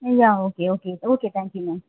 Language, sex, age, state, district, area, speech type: Tamil, female, 18-30, Tamil Nadu, Chennai, urban, conversation